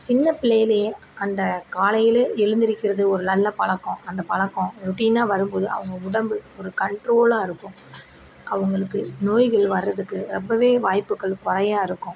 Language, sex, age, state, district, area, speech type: Tamil, female, 30-45, Tamil Nadu, Perambalur, rural, spontaneous